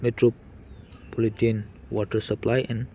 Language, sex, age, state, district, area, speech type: Manipuri, male, 30-45, Manipur, Churachandpur, rural, read